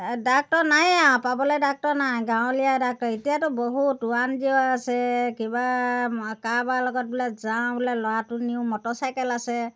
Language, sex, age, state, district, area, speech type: Assamese, female, 60+, Assam, Golaghat, rural, spontaneous